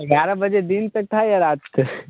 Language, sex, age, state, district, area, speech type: Hindi, male, 18-30, Bihar, Muzaffarpur, rural, conversation